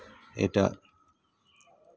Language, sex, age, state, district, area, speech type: Santali, male, 30-45, West Bengal, Paschim Bardhaman, urban, spontaneous